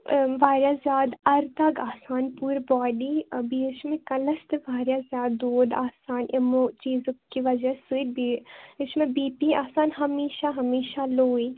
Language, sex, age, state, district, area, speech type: Kashmiri, female, 18-30, Jammu and Kashmir, Baramulla, rural, conversation